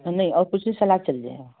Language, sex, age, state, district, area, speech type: Hindi, female, 60+, Madhya Pradesh, Betul, urban, conversation